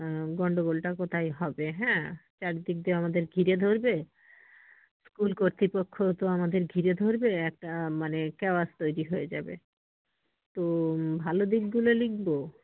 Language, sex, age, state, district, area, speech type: Bengali, female, 18-30, West Bengal, Hooghly, urban, conversation